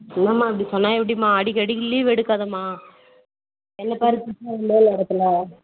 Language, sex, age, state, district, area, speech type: Tamil, female, 30-45, Tamil Nadu, Vellore, urban, conversation